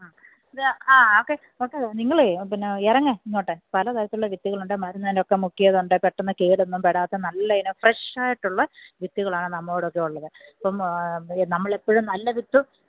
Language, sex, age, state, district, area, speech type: Malayalam, female, 45-60, Kerala, Pathanamthitta, rural, conversation